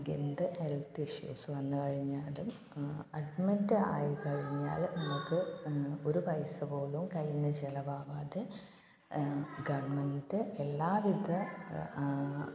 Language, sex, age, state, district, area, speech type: Malayalam, female, 30-45, Kerala, Malappuram, rural, spontaneous